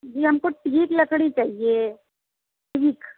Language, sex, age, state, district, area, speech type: Urdu, female, 45-60, Uttar Pradesh, Lucknow, rural, conversation